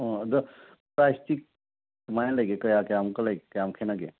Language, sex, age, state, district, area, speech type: Manipuri, male, 30-45, Manipur, Churachandpur, rural, conversation